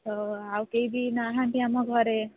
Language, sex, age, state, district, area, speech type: Odia, female, 45-60, Odisha, Sundergarh, rural, conversation